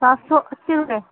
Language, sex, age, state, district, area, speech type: Urdu, female, 45-60, Delhi, East Delhi, urban, conversation